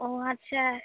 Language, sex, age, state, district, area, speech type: Bengali, female, 30-45, West Bengal, Alipurduar, rural, conversation